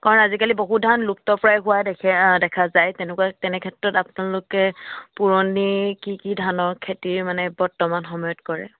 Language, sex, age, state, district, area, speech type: Assamese, female, 18-30, Assam, Charaideo, rural, conversation